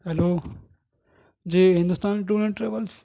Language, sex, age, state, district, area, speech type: Urdu, male, 30-45, Delhi, Central Delhi, urban, spontaneous